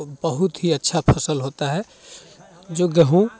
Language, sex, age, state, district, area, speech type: Hindi, male, 30-45, Bihar, Muzaffarpur, rural, spontaneous